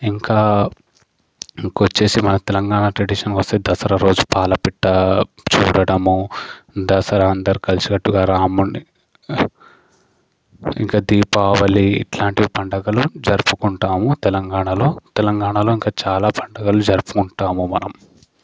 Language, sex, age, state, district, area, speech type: Telugu, male, 18-30, Telangana, Medchal, rural, spontaneous